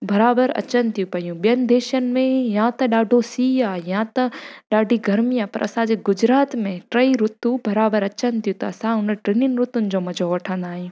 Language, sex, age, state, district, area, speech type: Sindhi, female, 18-30, Gujarat, Junagadh, rural, spontaneous